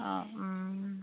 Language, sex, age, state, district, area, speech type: Assamese, female, 30-45, Assam, Majuli, urban, conversation